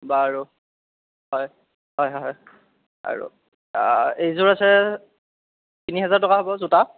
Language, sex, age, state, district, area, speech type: Assamese, male, 30-45, Assam, Darrang, rural, conversation